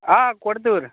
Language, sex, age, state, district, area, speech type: Kannada, male, 30-45, Karnataka, Raichur, rural, conversation